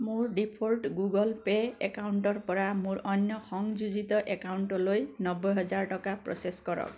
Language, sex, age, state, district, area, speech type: Assamese, female, 45-60, Assam, Biswanath, rural, read